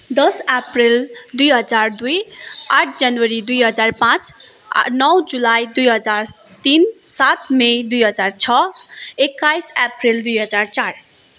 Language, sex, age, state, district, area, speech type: Nepali, female, 18-30, West Bengal, Darjeeling, rural, spontaneous